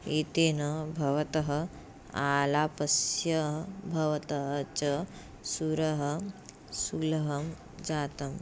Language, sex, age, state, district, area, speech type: Sanskrit, female, 18-30, Maharashtra, Chandrapur, urban, spontaneous